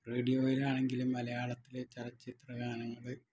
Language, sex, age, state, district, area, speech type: Malayalam, male, 60+, Kerala, Malappuram, rural, spontaneous